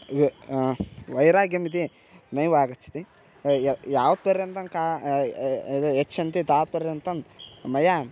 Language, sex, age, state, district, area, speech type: Sanskrit, male, 18-30, Karnataka, Bagalkot, rural, spontaneous